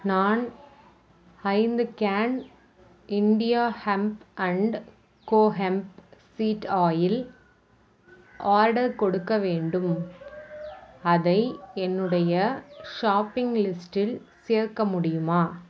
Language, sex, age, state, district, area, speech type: Tamil, female, 30-45, Tamil Nadu, Mayiladuthurai, rural, read